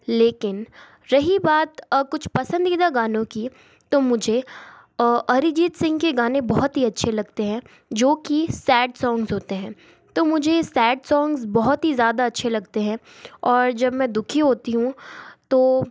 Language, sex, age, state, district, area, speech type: Hindi, female, 45-60, Rajasthan, Jodhpur, urban, spontaneous